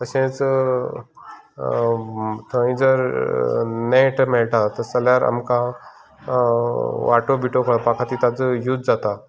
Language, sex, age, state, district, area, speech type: Goan Konkani, male, 45-60, Goa, Canacona, rural, spontaneous